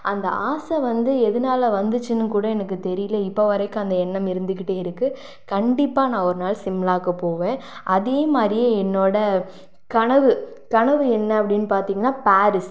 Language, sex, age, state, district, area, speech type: Tamil, female, 30-45, Tamil Nadu, Sivaganga, rural, spontaneous